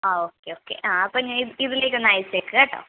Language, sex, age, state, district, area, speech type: Malayalam, female, 18-30, Kerala, Kottayam, rural, conversation